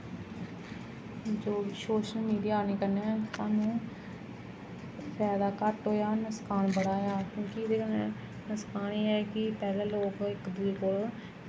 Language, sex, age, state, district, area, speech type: Dogri, female, 30-45, Jammu and Kashmir, Samba, rural, spontaneous